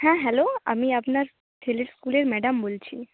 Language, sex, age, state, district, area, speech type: Bengali, female, 30-45, West Bengal, Nadia, urban, conversation